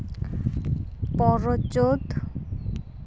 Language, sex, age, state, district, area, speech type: Santali, female, 18-30, West Bengal, Purulia, rural, spontaneous